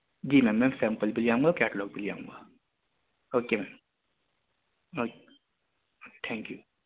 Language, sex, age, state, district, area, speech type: Urdu, male, 18-30, Delhi, Central Delhi, urban, conversation